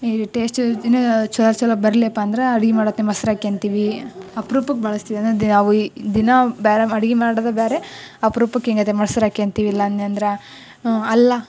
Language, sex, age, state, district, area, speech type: Kannada, female, 18-30, Karnataka, Koppal, rural, spontaneous